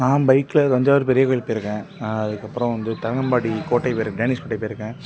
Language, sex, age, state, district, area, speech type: Tamil, male, 18-30, Tamil Nadu, Tiruppur, rural, spontaneous